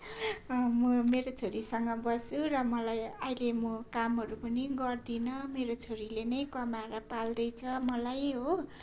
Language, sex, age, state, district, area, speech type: Nepali, female, 45-60, West Bengal, Darjeeling, rural, spontaneous